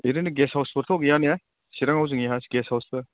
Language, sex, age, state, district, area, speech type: Bodo, male, 30-45, Assam, Chirang, rural, conversation